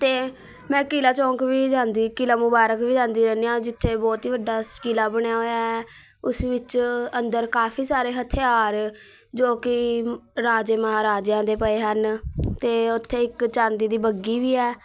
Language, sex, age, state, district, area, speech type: Punjabi, female, 18-30, Punjab, Patiala, urban, spontaneous